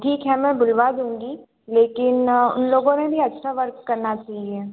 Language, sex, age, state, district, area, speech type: Hindi, female, 18-30, Madhya Pradesh, Betul, urban, conversation